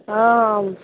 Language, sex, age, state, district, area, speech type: Maithili, female, 30-45, Bihar, Araria, rural, conversation